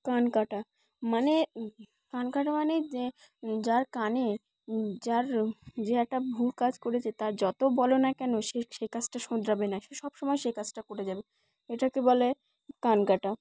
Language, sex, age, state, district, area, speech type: Bengali, female, 18-30, West Bengal, Dakshin Dinajpur, urban, spontaneous